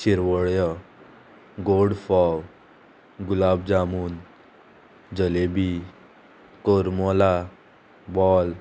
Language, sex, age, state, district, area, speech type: Goan Konkani, female, 18-30, Goa, Murmgao, urban, spontaneous